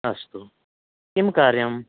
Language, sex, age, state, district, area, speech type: Sanskrit, male, 30-45, Karnataka, Uttara Kannada, rural, conversation